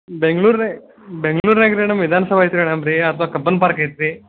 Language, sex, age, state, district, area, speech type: Kannada, male, 18-30, Karnataka, Belgaum, rural, conversation